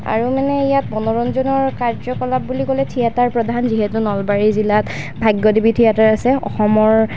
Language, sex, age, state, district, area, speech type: Assamese, female, 18-30, Assam, Nalbari, rural, spontaneous